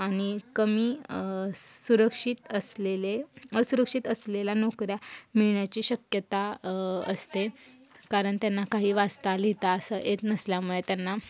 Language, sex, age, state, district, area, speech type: Marathi, female, 18-30, Maharashtra, Satara, urban, spontaneous